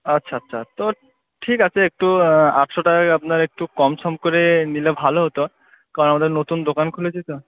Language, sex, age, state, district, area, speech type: Bengali, male, 18-30, West Bengal, Murshidabad, urban, conversation